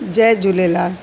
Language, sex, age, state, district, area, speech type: Sindhi, female, 45-60, Delhi, South Delhi, urban, spontaneous